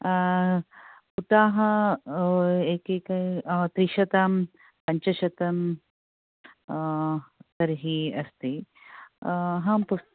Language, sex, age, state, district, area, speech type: Sanskrit, female, 30-45, Karnataka, Bangalore Urban, urban, conversation